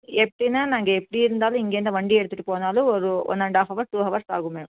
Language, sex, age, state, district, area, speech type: Tamil, female, 30-45, Tamil Nadu, Nilgiris, urban, conversation